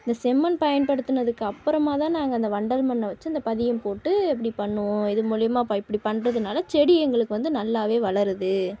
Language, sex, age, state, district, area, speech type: Tamil, female, 30-45, Tamil Nadu, Tiruvarur, rural, spontaneous